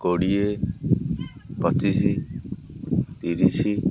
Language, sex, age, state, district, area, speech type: Odia, male, 18-30, Odisha, Jagatsinghpur, rural, spontaneous